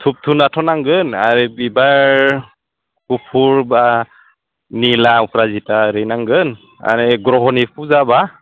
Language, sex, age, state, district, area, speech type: Bodo, male, 30-45, Assam, Udalguri, rural, conversation